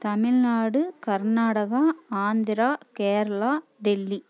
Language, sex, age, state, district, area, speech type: Tamil, female, 30-45, Tamil Nadu, Coimbatore, rural, spontaneous